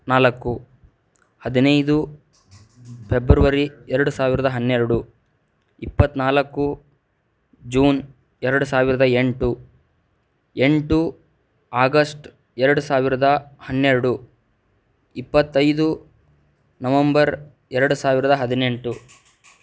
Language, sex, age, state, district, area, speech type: Kannada, male, 30-45, Karnataka, Tumkur, urban, spontaneous